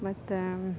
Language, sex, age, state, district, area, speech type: Kannada, female, 45-60, Karnataka, Gadag, rural, spontaneous